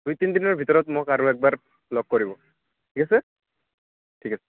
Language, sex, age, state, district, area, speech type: Assamese, male, 18-30, Assam, Barpeta, rural, conversation